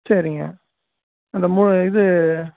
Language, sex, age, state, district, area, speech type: Tamil, male, 30-45, Tamil Nadu, Salem, urban, conversation